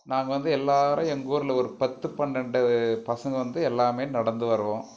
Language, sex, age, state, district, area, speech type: Tamil, male, 45-60, Tamil Nadu, Krishnagiri, rural, spontaneous